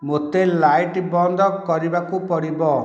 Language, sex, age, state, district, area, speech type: Odia, male, 60+, Odisha, Dhenkanal, rural, read